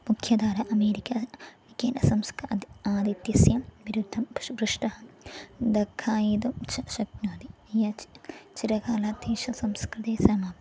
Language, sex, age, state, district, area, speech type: Sanskrit, female, 18-30, Kerala, Thrissur, rural, spontaneous